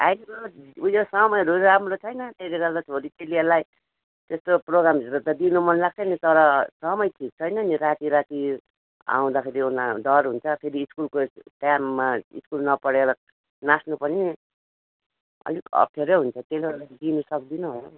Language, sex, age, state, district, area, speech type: Nepali, female, 45-60, West Bengal, Darjeeling, rural, conversation